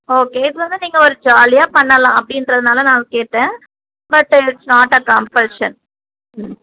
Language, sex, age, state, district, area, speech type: Tamil, female, 30-45, Tamil Nadu, Tiruvallur, urban, conversation